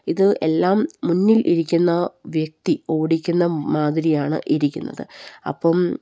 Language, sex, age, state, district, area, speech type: Malayalam, female, 30-45, Kerala, Palakkad, rural, spontaneous